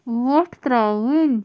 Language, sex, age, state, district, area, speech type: Kashmiri, female, 45-60, Jammu and Kashmir, Srinagar, urban, read